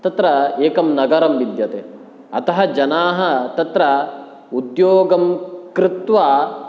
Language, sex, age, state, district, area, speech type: Sanskrit, male, 18-30, Kerala, Kasaragod, rural, spontaneous